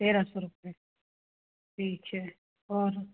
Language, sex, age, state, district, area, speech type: Hindi, female, 45-60, Madhya Pradesh, Jabalpur, urban, conversation